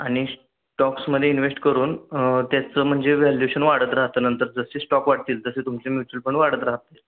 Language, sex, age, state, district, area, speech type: Marathi, male, 18-30, Maharashtra, Sangli, urban, conversation